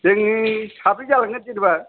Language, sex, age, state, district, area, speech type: Bodo, male, 60+, Assam, Kokrajhar, rural, conversation